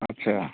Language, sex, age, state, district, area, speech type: Hindi, male, 30-45, Bihar, Samastipur, urban, conversation